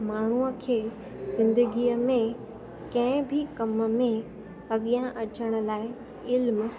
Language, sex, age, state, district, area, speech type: Sindhi, female, 18-30, Gujarat, Junagadh, rural, spontaneous